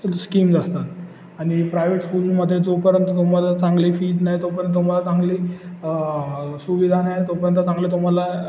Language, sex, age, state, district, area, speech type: Marathi, male, 18-30, Maharashtra, Ratnagiri, urban, spontaneous